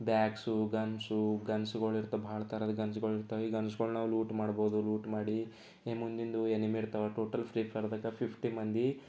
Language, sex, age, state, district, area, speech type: Kannada, male, 18-30, Karnataka, Bidar, urban, spontaneous